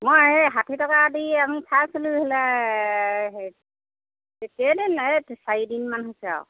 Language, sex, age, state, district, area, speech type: Assamese, female, 60+, Assam, Golaghat, rural, conversation